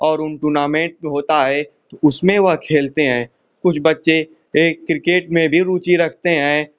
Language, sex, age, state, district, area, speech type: Hindi, male, 18-30, Uttar Pradesh, Ghazipur, rural, spontaneous